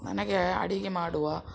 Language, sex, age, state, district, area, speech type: Kannada, female, 60+, Karnataka, Udupi, rural, spontaneous